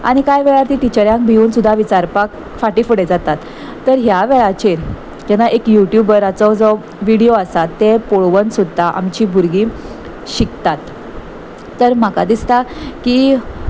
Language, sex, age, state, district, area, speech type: Goan Konkani, female, 30-45, Goa, Salcete, urban, spontaneous